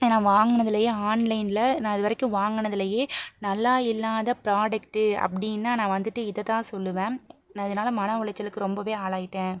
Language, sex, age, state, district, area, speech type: Tamil, female, 30-45, Tamil Nadu, Pudukkottai, urban, spontaneous